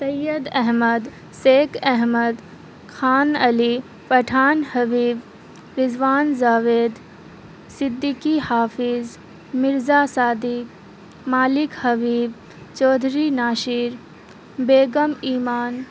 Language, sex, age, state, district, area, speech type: Urdu, female, 18-30, Bihar, Supaul, rural, spontaneous